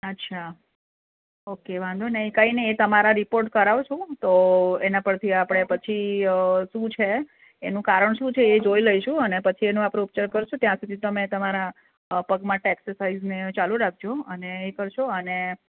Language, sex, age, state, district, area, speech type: Gujarati, female, 45-60, Gujarat, Surat, urban, conversation